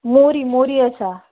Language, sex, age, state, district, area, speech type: Goan Konkani, female, 30-45, Goa, Ponda, rural, conversation